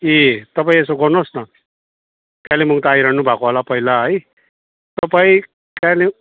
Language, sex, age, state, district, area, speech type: Nepali, male, 45-60, West Bengal, Kalimpong, rural, conversation